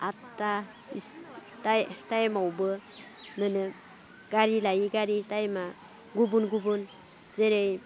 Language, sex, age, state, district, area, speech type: Bodo, female, 30-45, Assam, Udalguri, urban, spontaneous